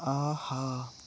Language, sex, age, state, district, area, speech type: Kashmiri, male, 30-45, Jammu and Kashmir, Kupwara, rural, read